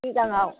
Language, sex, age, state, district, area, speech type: Bodo, female, 60+, Assam, Chirang, rural, conversation